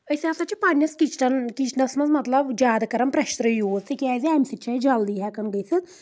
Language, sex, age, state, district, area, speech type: Kashmiri, female, 18-30, Jammu and Kashmir, Anantnag, rural, spontaneous